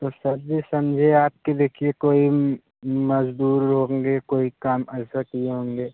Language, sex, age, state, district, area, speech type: Hindi, male, 18-30, Uttar Pradesh, Mirzapur, rural, conversation